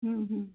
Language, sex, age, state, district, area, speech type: Assamese, female, 45-60, Assam, Kamrup Metropolitan, urban, conversation